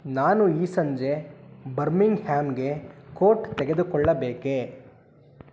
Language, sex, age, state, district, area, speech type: Kannada, male, 18-30, Karnataka, Tumkur, rural, read